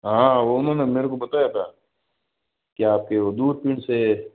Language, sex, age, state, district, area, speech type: Hindi, male, 60+, Rajasthan, Jodhpur, urban, conversation